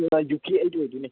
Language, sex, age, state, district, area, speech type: Manipuri, male, 18-30, Manipur, Kangpokpi, urban, conversation